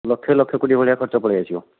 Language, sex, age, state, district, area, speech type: Odia, male, 45-60, Odisha, Bhadrak, rural, conversation